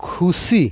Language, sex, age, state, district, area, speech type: Santali, male, 45-60, West Bengal, Birbhum, rural, read